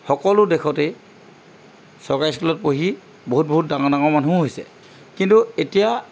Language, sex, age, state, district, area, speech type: Assamese, male, 60+, Assam, Charaideo, urban, spontaneous